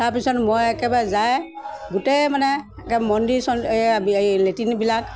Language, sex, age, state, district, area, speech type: Assamese, female, 60+, Assam, Morigaon, rural, spontaneous